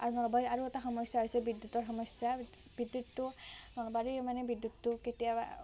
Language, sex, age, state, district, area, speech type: Assamese, female, 18-30, Assam, Nalbari, rural, spontaneous